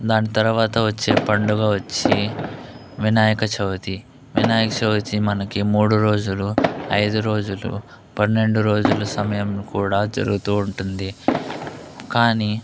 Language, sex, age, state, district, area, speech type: Telugu, male, 18-30, Andhra Pradesh, Chittoor, urban, spontaneous